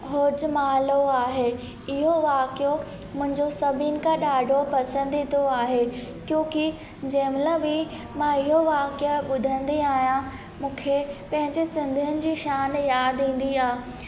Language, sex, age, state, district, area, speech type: Sindhi, female, 18-30, Madhya Pradesh, Katni, urban, spontaneous